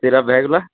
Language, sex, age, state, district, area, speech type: Maithili, male, 30-45, Bihar, Begusarai, urban, conversation